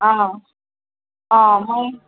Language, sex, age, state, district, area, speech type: Assamese, female, 30-45, Assam, Kamrup Metropolitan, urban, conversation